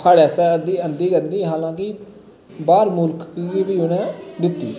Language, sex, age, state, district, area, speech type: Dogri, male, 30-45, Jammu and Kashmir, Udhampur, rural, spontaneous